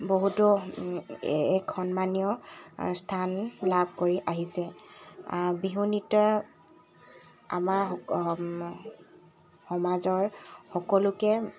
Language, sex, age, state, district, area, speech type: Assamese, female, 18-30, Assam, Dibrugarh, urban, spontaneous